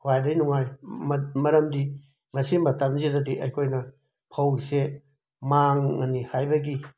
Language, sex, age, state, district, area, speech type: Manipuri, male, 45-60, Manipur, Imphal West, urban, spontaneous